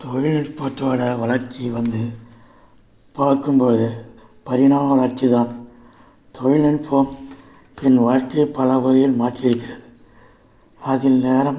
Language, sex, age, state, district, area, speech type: Tamil, male, 60+, Tamil Nadu, Viluppuram, urban, spontaneous